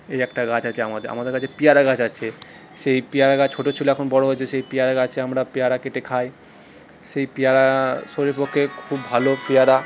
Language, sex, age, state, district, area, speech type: Bengali, male, 30-45, West Bengal, Purulia, urban, spontaneous